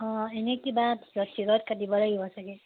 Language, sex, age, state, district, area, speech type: Assamese, female, 18-30, Assam, Majuli, urban, conversation